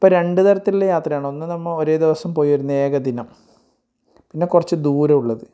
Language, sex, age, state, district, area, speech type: Malayalam, male, 45-60, Kerala, Kasaragod, rural, spontaneous